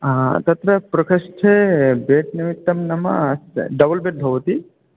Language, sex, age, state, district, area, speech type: Sanskrit, male, 18-30, West Bengal, South 24 Parganas, rural, conversation